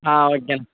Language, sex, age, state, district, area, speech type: Tamil, male, 18-30, Tamil Nadu, Perambalur, urban, conversation